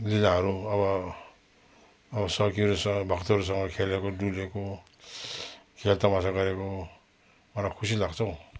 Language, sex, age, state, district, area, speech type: Nepali, male, 60+, West Bengal, Darjeeling, rural, spontaneous